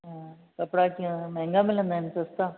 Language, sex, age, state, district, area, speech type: Sindhi, other, 60+, Maharashtra, Thane, urban, conversation